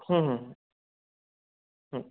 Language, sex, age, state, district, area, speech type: Bengali, male, 30-45, West Bengal, Purba Medinipur, rural, conversation